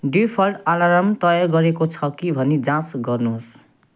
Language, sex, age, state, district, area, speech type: Nepali, male, 30-45, West Bengal, Jalpaiguri, rural, read